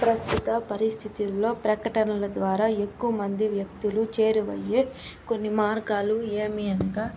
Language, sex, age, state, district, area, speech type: Telugu, female, 45-60, Andhra Pradesh, Chittoor, rural, spontaneous